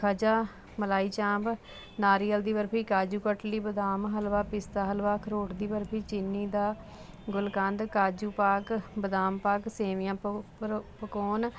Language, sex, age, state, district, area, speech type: Punjabi, female, 30-45, Punjab, Ludhiana, urban, spontaneous